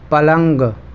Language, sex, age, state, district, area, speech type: Urdu, male, 18-30, Delhi, South Delhi, rural, read